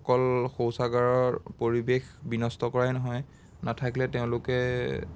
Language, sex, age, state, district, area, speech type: Assamese, male, 18-30, Assam, Biswanath, rural, spontaneous